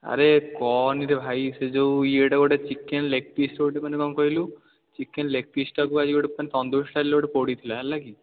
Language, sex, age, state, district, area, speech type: Odia, male, 18-30, Odisha, Dhenkanal, urban, conversation